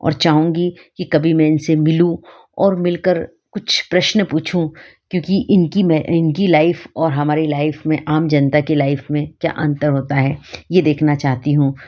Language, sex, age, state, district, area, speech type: Hindi, female, 45-60, Madhya Pradesh, Ujjain, urban, spontaneous